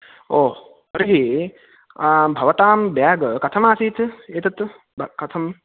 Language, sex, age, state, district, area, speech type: Sanskrit, male, 18-30, Karnataka, Uttara Kannada, rural, conversation